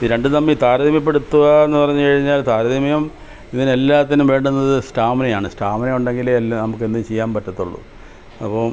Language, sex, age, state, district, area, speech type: Malayalam, male, 60+, Kerala, Kollam, rural, spontaneous